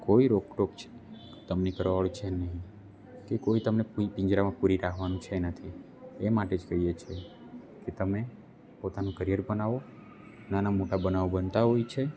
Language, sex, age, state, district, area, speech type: Gujarati, male, 18-30, Gujarat, Narmada, rural, spontaneous